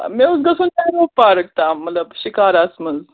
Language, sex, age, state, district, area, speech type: Kashmiri, female, 30-45, Jammu and Kashmir, Srinagar, urban, conversation